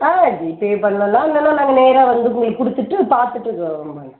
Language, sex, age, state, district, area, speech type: Tamil, female, 60+, Tamil Nadu, Thanjavur, urban, conversation